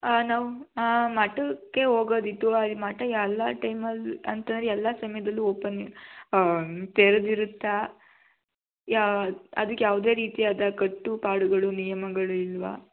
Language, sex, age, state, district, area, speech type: Kannada, female, 18-30, Karnataka, Tumkur, rural, conversation